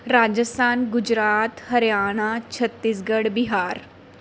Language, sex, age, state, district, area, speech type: Punjabi, female, 18-30, Punjab, Mansa, urban, spontaneous